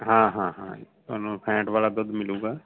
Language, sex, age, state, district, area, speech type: Punjabi, male, 30-45, Punjab, Fazilka, rural, conversation